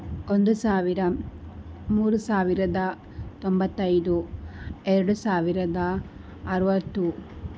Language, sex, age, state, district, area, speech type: Kannada, female, 18-30, Karnataka, Tumkur, rural, spontaneous